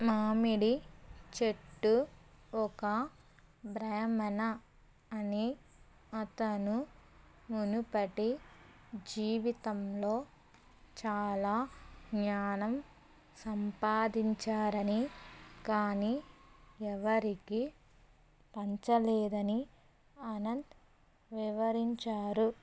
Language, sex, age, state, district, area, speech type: Telugu, female, 30-45, Andhra Pradesh, West Godavari, rural, read